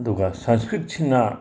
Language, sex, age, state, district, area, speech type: Manipuri, male, 60+, Manipur, Tengnoupal, rural, spontaneous